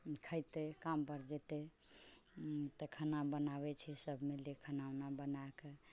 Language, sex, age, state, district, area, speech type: Maithili, female, 45-60, Bihar, Purnia, urban, spontaneous